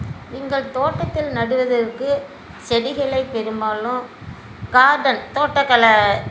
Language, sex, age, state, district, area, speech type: Tamil, female, 60+, Tamil Nadu, Nagapattinam, rural, spontaneous